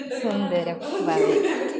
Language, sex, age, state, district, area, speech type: Sanskrit, female, 18-30, Kerala, Thrissur, urban, spontaneous